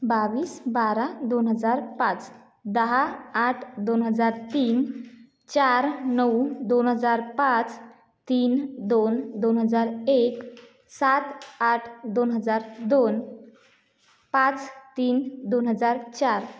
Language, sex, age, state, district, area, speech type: Marathi, female, 18-30, Maharashtra, Washim, rural, spontaneous